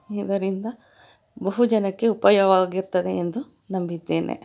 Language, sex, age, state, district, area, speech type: Kannada, female, 45-60, Karnataka, Kolar, urban, spontaneous